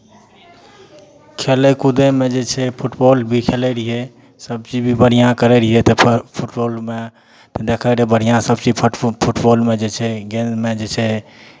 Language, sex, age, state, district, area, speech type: Maithili, male, 30-45, Bihar, Madhepura, rural, spontaneous